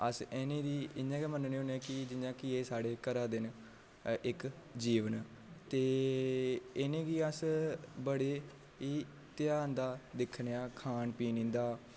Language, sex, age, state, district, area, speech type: Dogri, male, 18-30, Jammu and Kashmir, Jammu, urban, spontaneous